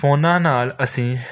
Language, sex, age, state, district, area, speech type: Punjabi, male, 18-30, Punjab, Hoshiarpur, urban, spontaneous